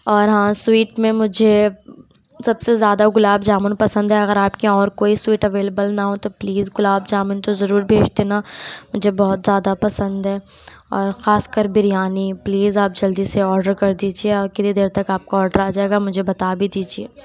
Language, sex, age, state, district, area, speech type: Urdu, female, 18-30, Uttar Pradesh, Lucknow, rural, spontaneous